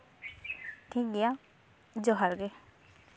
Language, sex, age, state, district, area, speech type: Santali, female, 18-30, West Bengal, Jhargram, rural, spontaneous